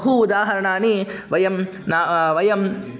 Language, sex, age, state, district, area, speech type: Sanskrit, male, 18-30, Andhra Pradesh, Kadapa, urban, spontaneous